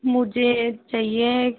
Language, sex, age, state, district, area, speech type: Hindi, female, 18-30, Rajasthan, Jaipur, rural, conversation